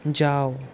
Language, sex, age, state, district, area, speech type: Bengali, male, 60+, West Bengal, Paschim Bardhaman, urban, read